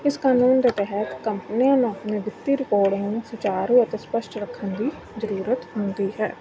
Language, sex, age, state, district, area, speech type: Punjabi, female, 30-45, Punjab, Mansa, urban, spontaneous